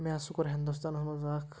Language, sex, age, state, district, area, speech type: Kashmiri, male, 18-30, Jammu and Kashmir, Pulwama, rural, spontaneous